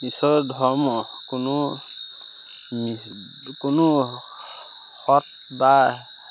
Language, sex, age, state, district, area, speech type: Assamese, male, 30-45, Assam, Majuli, urban, spontaneous